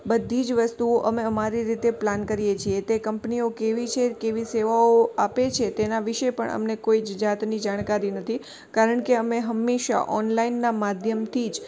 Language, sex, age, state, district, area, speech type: Gujarati, female, 18-30, Gujarat, Morbi, urban, spontaneous